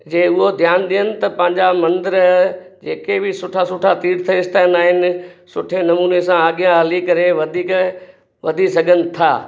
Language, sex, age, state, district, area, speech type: Sindhi, male, 60+, Gujarat, Kutch, rural, spontaneous